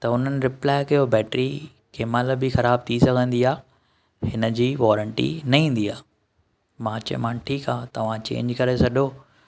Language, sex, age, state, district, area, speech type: Sindhi, male, 30-45, Maharashtra, Thane, urban, spontaneous